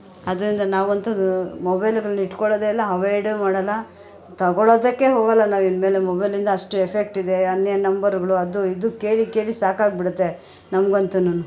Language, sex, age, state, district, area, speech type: Kannada, female, 45-60, Karnataka, Bangalore Urban, urban, spontaneous